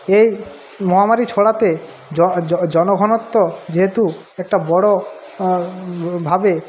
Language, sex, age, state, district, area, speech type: Bengali, male, 45-60, West Bengal, Jhargram, rural, spontaneous